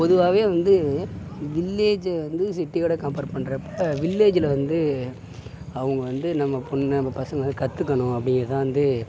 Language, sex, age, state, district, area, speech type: Tamil, male, 60+, Tamil Nadu, Sivaganga, urban, spontaneous